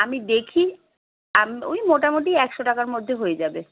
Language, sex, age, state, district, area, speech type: Bengali, female, 30-45, West Bengal, Darjeeling, rural, conversation